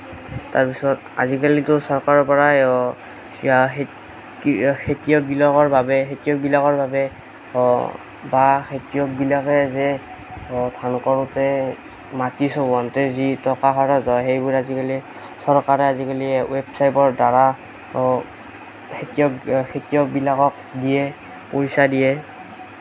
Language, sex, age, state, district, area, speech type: Assamese, male, 18-30, Assam, Nagaon, rural, spontaneous